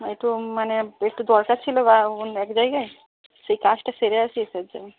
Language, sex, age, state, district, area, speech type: Bengali, female, 45-60, West Bengal, Hooghly, rural, conversation